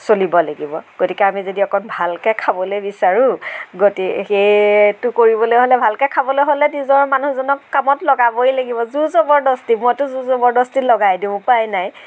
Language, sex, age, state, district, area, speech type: Assamese, female, 60+, Assam, Darrang, rural, spontaneous